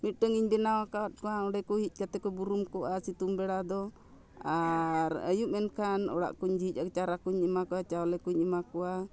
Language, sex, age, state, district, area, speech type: Santali, female, 60+, Jharkhand, Bokaro, rural, spontaneous